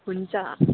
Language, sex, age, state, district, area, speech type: Nepali, female, 30-45, West Bengal, Darjeeling, rural, conversation